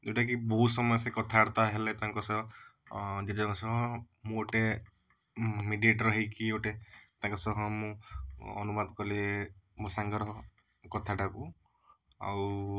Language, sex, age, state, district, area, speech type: Odia, male, 30-45, Odisha, Cuttack, urban, spontaneous